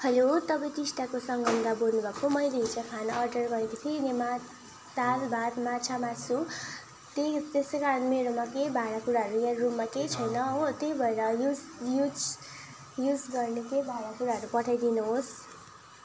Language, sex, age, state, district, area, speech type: Nepali, female, 18-30, West Bengal, Darjeeling, rural, spontaneous